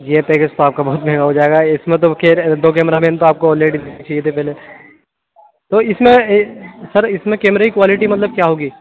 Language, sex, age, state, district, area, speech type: Urdu, male, 18-30, Uttar Pradesh, Gautam Buddha Nagar, urban, conversation